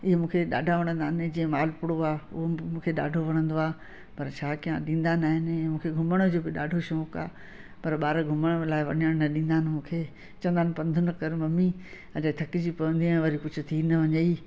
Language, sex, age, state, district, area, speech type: Sindhi, female, 60+, Madhya Pradesh, Katni, urban, spontaneous